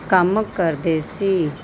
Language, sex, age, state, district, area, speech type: Punjabi, female, 30-45, Punjab, Muktsar, urban, read